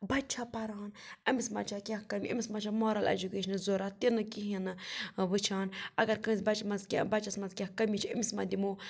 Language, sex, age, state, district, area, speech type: Kashmiri, other, 30-45, Jammu and Kashmir, Budgam, rural, spontaneous